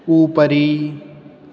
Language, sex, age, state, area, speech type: Sanskrit, male, 18-30, Chhattisgarh, urban, read